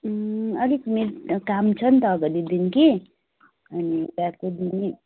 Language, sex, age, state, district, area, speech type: Nepali, female, 30-45, West Bengal, Kalimpong, rural, conversation